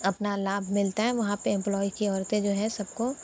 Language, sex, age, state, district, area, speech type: Hindi, female, 60+, Uttar Pradesh, Sonbhadra, rural, spontaneous